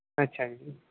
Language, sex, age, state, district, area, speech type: Punjabi, male, 30-45, Punjab, Bathinda, urban, conversation